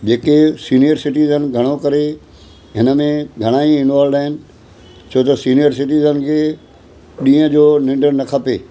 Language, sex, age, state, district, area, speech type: Sindhi, male, 60+, Maharashtra, Mumbai Suburban, urban, spontaneous